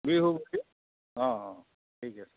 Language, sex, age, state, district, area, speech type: Assamese, male, 45-60, Assam, Biswanath, rural, conversation